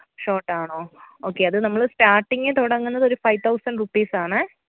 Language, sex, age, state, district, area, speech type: Malayalam, female, 30-45, Kerala, Alappuzha, rural, conversation